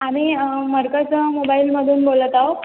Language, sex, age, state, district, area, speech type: Marathi, female, 18-30, Maharashtra, Nagpur, urban, conversation